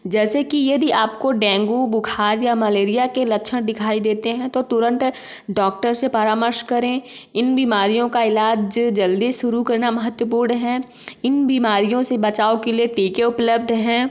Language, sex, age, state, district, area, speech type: Hindi, female, 18-30, Madhya Pradesh, Ujjain, urban, spontaneous